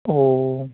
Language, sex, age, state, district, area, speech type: Bodo, male, 18-30, Assam, Baksa, rural, conversation